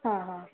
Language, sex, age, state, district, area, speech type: Marathi, female, 30-45, Maharashtra, Nanded, urban, conversation